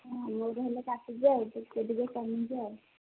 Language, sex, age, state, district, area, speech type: Odia, female, 45-60, Odisha, Gajapati, rural, conversation